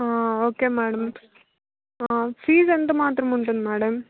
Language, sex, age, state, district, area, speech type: Telugu, female, 18-30, Andhra Pradesh, Nellore, rural, conversation